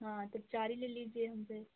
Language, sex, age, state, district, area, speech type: Hindi, female, 18-30, Uttar Pradesh, Jaunpur, rural, conversation